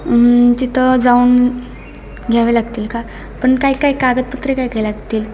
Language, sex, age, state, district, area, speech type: Marathi, female, 18-30, Maharashtra, Satara, urban, spontaneous